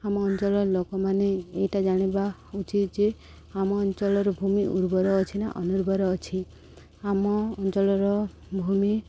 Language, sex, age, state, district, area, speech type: Odia, female, 30-45, Odisha, Subarnapur, urban, spontaneous